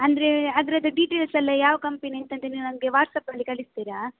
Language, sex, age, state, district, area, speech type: Kannada, female, 18-30, Karnataka, Udupi, rural, conversation